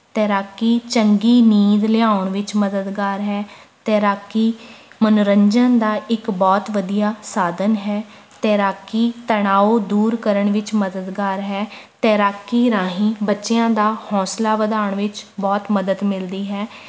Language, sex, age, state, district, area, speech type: Punjabi, female, 18-30, Punjab, Rupnagar, urban, spontaneous